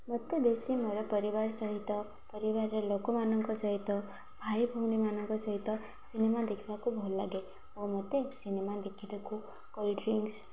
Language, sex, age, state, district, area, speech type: Odia, female, 18-30, Odisha, Malkangiri, urban, spontaneous